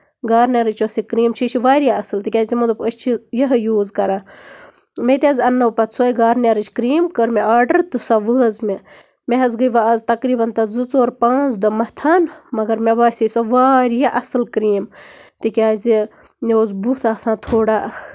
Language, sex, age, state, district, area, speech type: Kashmiri, female, 30-45, Jammu and Kashmir, Baramulla, rural, spontaneous